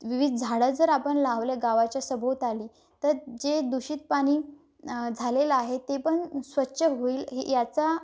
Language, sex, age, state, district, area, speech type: Marathi, female, 18-30, Maharashtra, Amravati, rural, spontaneous